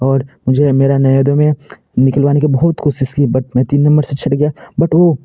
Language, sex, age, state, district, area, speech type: Hindi, male, 18-30, Uttar Pradesh, Varanasi, rural, spontaneous